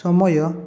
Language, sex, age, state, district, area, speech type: Odia, male, 18-30, Odisha, Balasore, rural, read